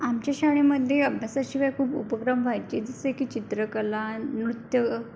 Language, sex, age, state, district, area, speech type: Marathi, female, 18-30, Maharashtra, Amravati, rural, spontaneous